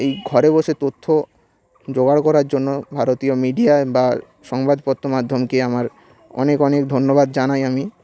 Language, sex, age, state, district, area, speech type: Bengali, male, 30-45, West Bengal, Nadia, rural, spontaneous